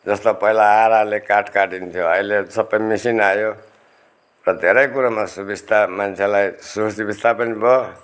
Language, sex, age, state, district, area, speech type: Nepali, male, 60+, West Bengal, Darjeeling, rural, spontaneous